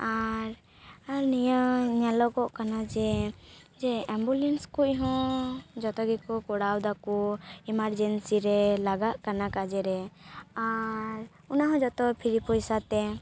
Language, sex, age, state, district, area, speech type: Santali, female, 18-30, West Bengal, Purba Bardhaman, rural, spontaneous